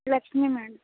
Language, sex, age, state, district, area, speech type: Telugu, female, 18-30, Andhra Pradesh, Anakapalli, rural, conversation